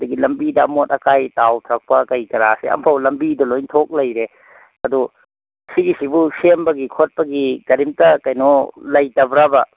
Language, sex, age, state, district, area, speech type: Manipuri, male, 45-60, Manipur, Imphal East, rural, conversation